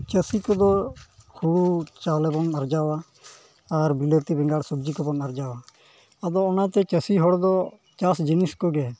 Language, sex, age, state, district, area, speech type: Santali, male, 45-60, Jharkhand, East Singhbhum, rural, spontaneous